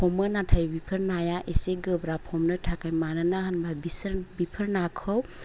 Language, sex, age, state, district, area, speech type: Bodo, female, 30-45, Assam, Chirang, rural, spontaneous